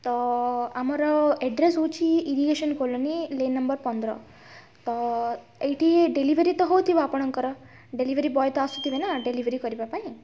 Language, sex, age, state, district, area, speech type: Odia, female, 18-30, Odisha, Kalahandi, rural, spontaneous